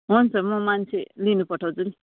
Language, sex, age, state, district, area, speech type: Nepali, female, 30-45, West Bengal, Darjeeling, rural, conversation